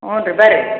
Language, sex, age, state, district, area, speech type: Kannada, female, 30-45, Karnataka, Koppal, urban, conversation